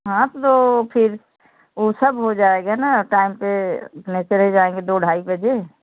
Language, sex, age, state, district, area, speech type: Hindi, female, 30-45, Uttar Pradesh, Jaunpur, rural, conversation